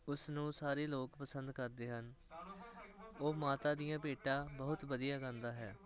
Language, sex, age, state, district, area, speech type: Punjabi, male, 18-30, Punjab, Hoshiarpur, urban, spontaneous